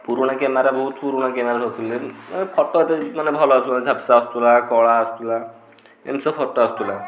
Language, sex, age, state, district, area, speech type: Odia, male, 18-30, Odisha, Kendujhar, urban, spontaneous